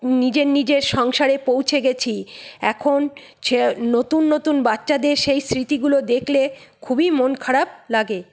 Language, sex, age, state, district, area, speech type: Bengali, female, 45-60, West Bengal, Paschim Bardhaman, urban, spontaneous